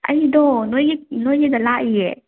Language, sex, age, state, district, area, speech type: Manipuri, female, 30-45, Manipur, Thoubal, rural, conversation